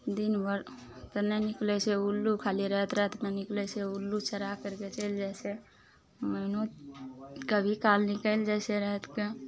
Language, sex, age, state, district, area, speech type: Maithili, female, 45-60, Bihar, Araria, rural, spontaneous